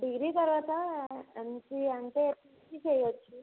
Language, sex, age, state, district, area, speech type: Telugu, female, 30-45, Andhra Pradesh, East Godavari, rural, conversation